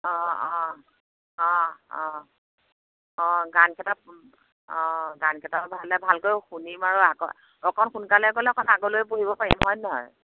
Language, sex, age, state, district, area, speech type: Assamese, female, 45-60, Assam, Biswanath, rural, conversation